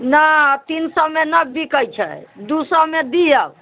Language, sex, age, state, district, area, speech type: Maithili, female, 60+, Bihar, Muzaffarpur, rural, conversation